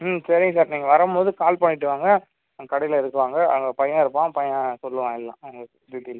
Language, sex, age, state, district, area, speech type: Tamil, male, 30-45, Tamil Nadu, Cuddalore, rural, conversation